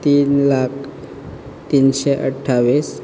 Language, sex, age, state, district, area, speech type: Goan Konkani, male, 18-30, Goa, Quepem, rural, spontaneous